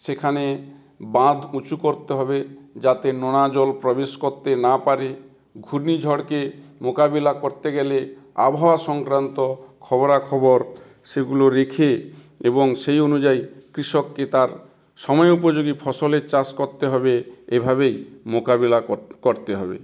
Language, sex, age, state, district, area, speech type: Bengali, male, 60+, West Bengal, South 24 Parganas, rural, spontaneous